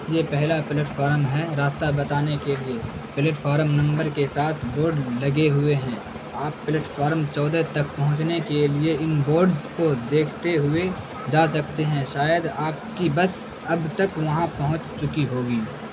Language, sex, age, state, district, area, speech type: Urdu, male, 18-30, Bihar, Saharsa, rural, read